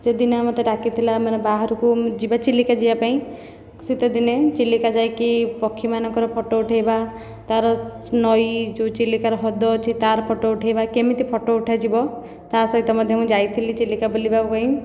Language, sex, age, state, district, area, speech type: Odia, female, 18-30, Odisha, Khordha, rural, spontaneous